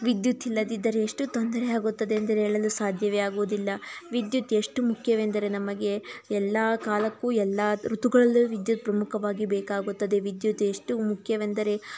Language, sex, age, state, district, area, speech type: Kannada, female, 30-45, Karnataka, Tumkur, rural, spontaneous